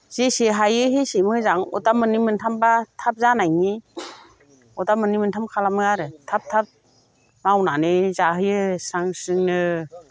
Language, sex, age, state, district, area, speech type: Bodo, female, 60+, Assam, Chirang, rural, spontaneous